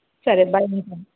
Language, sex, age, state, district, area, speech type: Telugu, female, 45-60, Telangana, Peddapalli, urban, conversation